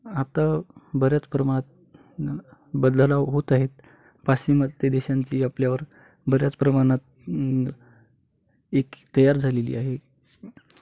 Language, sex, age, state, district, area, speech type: Marathi, male, 18-30, Maharashtra, Hingoli, urban, spontaneous